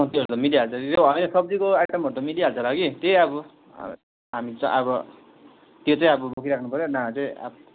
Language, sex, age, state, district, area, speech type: Nepali, male, 18-30, West Bengal, Darjeeling, rural, conversation